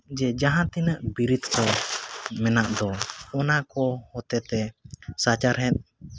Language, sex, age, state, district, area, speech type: Santali, male, 18-30, West Bengal, Jhargram, rural, spontaneous